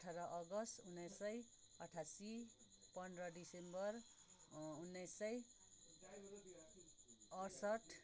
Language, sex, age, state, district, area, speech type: Nepali, female, 30-45, West Bengal, Darjeeling, rural, spontaneous